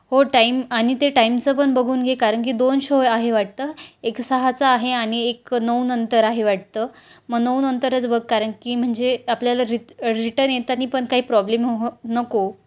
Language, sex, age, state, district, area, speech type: Marathi, female, 18-30, Maharashtra, Ahmednagar, rural, spontaneous